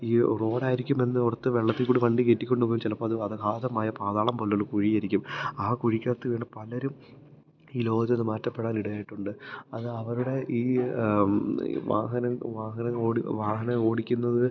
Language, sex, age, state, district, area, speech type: Malayalam, male, 18-30, Kerala, Idukki, rural, spontaneous